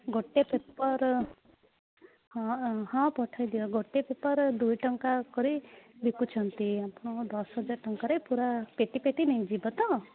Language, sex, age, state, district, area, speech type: Odia, female, 30-45, Odisha, Malkangiri, urban, conversation